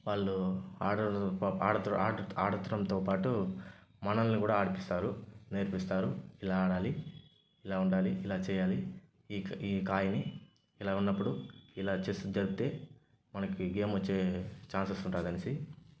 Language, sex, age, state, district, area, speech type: Telugu, male, 18-30, Andhra Pradesh, Sri Balaji, rural, spontaneous